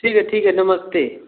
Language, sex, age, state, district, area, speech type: Hindi, male, 18-30, Uttar Pradesh, Ghazipur, rural, conversation